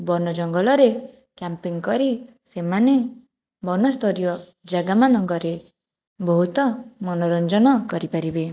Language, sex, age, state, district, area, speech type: Odia, female, 45-60, Odisha, Jajpur, rural, spontaneous